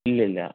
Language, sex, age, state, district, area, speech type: Malayalam, male, 30-45, Kerala, Palakkad, rural, conversation